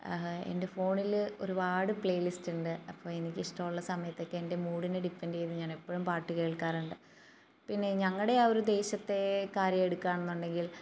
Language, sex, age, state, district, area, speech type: Malayalam, female, 18-30, Kerala, Kottayam, rural, spontaneous